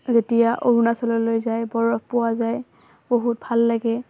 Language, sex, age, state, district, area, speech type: Assamese, female, 18-30, Assam, Udalguri, rural, spontaneous